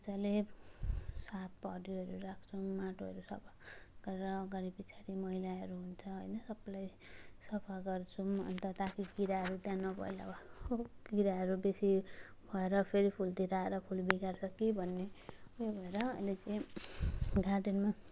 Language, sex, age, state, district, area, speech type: Nepali, female, 30-45, West Bengal, Jalpaiguri, rural, spontaneous